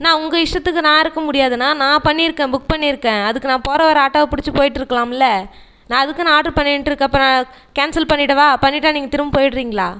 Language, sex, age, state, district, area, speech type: Tamil, female, 30-45, Tamil Nadu, Viluppuram, rural, spontaneous